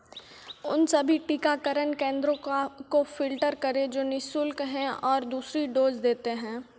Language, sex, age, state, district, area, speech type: Hindi, female, 18-30, Bihar, Begusarai, urban, read